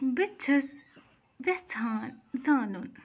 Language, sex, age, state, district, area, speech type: Kashmiri, female, 18-30, Jammu and Kashmir, Ganderbal, rural, read